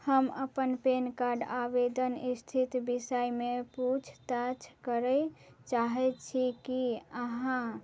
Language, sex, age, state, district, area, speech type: Maithili, female, 18-30, Bihar, Madhubani, rural, read